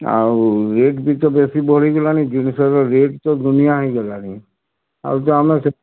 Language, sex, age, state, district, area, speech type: Odia, male, 60+, Odisha, Sundergarh, rural, conversation